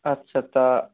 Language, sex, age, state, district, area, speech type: Bengali, male, 18-30, West Bengal, Darjeeling, rural, conversation